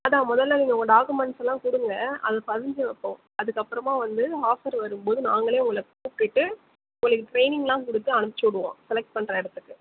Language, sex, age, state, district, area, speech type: Tamil, female, 30-45, Tamil Nadu, Sivaganga, rural, conversation